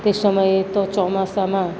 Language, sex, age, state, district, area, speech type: Gujarati, female, 60+, Gujarat, Valsad, urban, spontaneous